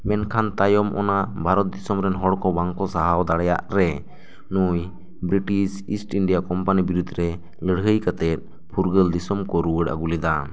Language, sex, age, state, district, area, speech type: Santali, male, 18-30, West Bengal, Bankura, rural, spontaneous